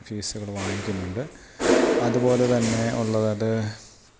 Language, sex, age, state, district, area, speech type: Malayalam, male, 30-45, Kerala, Idukki, rural, spontaneous